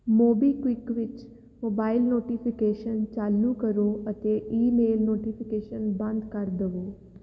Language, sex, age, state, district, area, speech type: Punjabi, female, 18-30, Punjab, Fatehgarh Sahib, urban, read